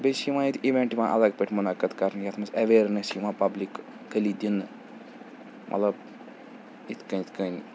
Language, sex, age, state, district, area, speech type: Kashmiri, male, 18-30, Jammu and Kashmir, Srinagar, urban, spontaneous